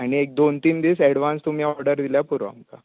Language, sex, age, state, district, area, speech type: Goan Konkani, male, 18-30, Goa, Bardez, urban, conversation